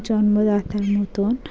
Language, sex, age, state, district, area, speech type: Bengali, female, 30-45, West Bengal, Dakshin Dinajpur, urban, spontaneous